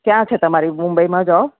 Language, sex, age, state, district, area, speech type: Gujarati, female, 45-60, Gujarat, Surat, urban, conversation